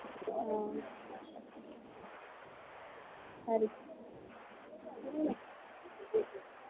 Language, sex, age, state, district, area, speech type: Dogri, female, 18-30, Jammu and Kashmir, Udhampur, rural, conversation